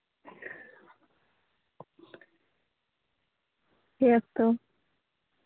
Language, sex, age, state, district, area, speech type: Santali, female, 18-30, West Bengal, Purulia, rural, conversation